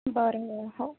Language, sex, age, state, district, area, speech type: Marathi, female, 18-30, Maharashtra, Nagpur, urban, conversation